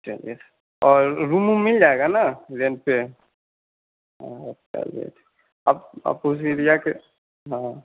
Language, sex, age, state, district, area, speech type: Hindi, male, 18-30, Bihar, Vaishali, urban, conversation